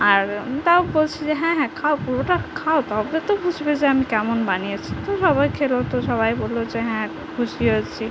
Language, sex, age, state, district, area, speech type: Bengali, female, 30-45, West Bengal, Purba Medinipur, rural, spontaneous